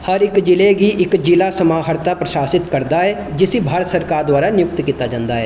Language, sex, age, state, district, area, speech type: Dogri, male, 18-30, Jammu and Kashmir, Reasi, rural, read